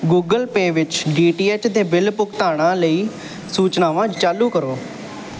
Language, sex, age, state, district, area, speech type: Punjabi, male, 18-30, Punjab, Bathinda, urban, read